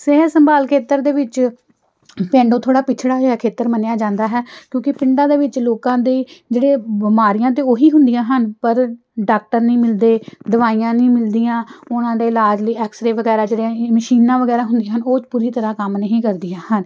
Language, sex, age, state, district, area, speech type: Punjabi, female, 45-60, Punjab, Amritsar, urban, spontaneous